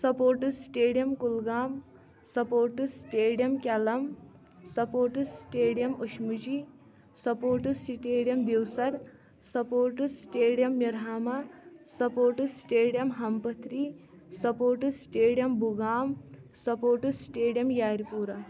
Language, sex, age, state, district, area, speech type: Kashmiri, female, 18-30, Jammu and Kashmir, Kulgam, rural, spontaneous